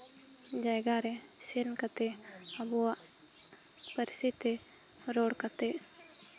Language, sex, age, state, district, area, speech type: Santali, female, 18-30, Jharkhand, Seraikela Kharsawan, rural, spontaneous